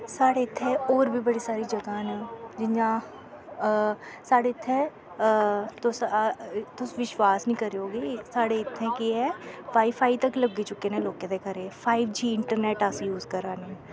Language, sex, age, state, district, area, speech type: Dogri, female, 18-30, Jammu and Kashmir, Samba, urban, spontaneous